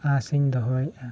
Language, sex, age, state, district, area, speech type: Santali, male, 45-60, Odisha, Mayurbhanj, rural, spontaneous